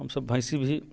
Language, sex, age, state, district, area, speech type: Maithili, male, 45-60, Bihar, Muzaffarpur, urban, spontaneous